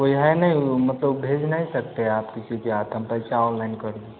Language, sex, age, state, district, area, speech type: Hindi, male, 18-30, Bihar, Vaishali, rural, conversation